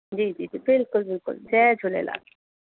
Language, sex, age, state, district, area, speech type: Sindhi, female, 30-45, Uttar Pradesh, Lucknow, urban, conversation